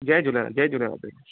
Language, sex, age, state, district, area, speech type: Sindhi, male, 18-30, Gujarat, Surat, urban, conversation